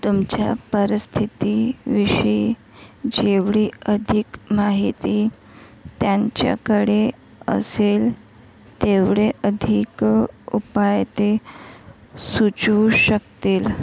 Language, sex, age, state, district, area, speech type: Marathi, female, 45-60, Maharashtra, Nagpur, rural, read